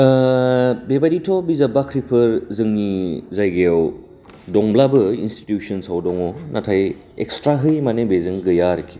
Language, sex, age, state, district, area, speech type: Bodo, male, 30-45, Assam, Baksa, urban, spontaneous